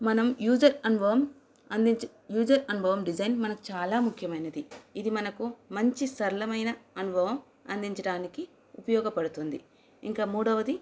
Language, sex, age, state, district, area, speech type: Telugu, female, 30-45, Telangana, Nagarkurnool, urban, spontaneous